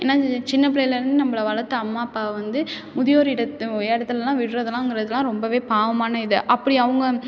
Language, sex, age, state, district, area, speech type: Tamil, female, 18-30, Tamil Nadu, Tiruchirappalli, rural, spontaneous